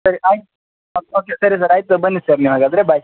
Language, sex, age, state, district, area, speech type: Kannada, male, 18-30, Karnataka, Gadag, rural, conversation